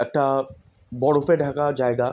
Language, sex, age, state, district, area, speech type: Bengali, male, 18-30, West Bengal, South 24 Parganas, urban, spontaneous